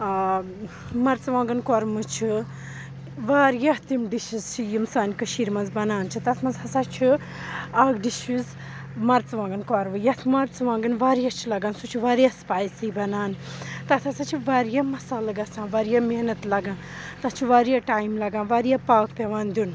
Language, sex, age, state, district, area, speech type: Kashmiri, female, 18-30, Jammu and Kashmir, Srinagar, rural, spontaneous